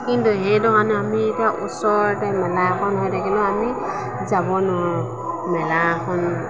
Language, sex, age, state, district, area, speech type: Assamese, female, 45-60, Assam, Morigaon, rural, spontaneous